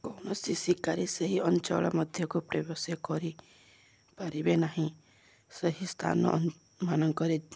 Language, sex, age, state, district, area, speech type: Odia, female, 18-30, Odisha, Subarnapur, urban, spontaneous